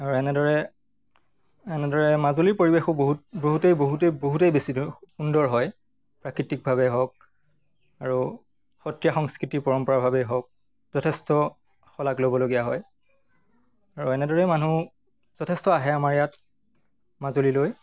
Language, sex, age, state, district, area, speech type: Assamese, male, 18-30, Assam, Majuli, urban, spontaneous